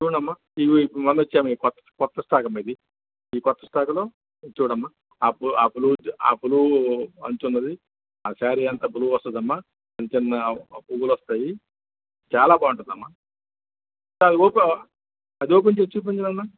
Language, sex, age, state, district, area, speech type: Telugu, male, 60+, Andhra Pradesh, Visakhapatnam, urban, conversation